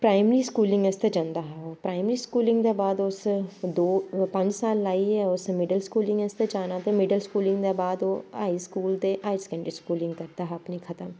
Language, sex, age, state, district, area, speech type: Dogri, female, 30-45, Jammu and Kashmir, Udhampur, urban, spontaneous